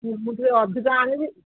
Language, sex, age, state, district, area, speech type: Odia, female, 60+, Odisha, Jharsuguda, rural, conversation